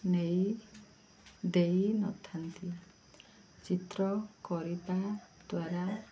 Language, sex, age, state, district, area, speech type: Odia, female, 45-60, Odisha, Koraput, urban, spontaneous